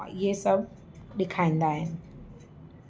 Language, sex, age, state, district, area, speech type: Sindhi, female, 45-60, Uttar Pradesh, Lucknow, urban, spontaneous